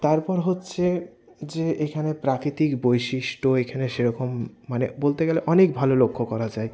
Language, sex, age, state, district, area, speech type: Bengali, male, 60+, West Bengal, Paschim Bardhaman, urban, spontaneous